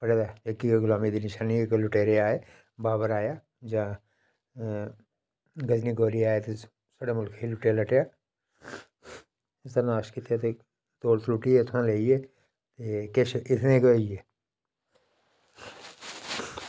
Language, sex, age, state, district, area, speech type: Dogri, male, 45-60, Jammu and Kashmir, Udhampur, rural, spontaneous